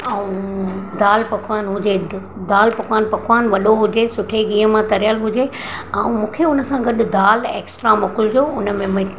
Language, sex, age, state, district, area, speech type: Sindhi, female, 60+, Maharashtra, Mumbai Suburban, urban, spontaneous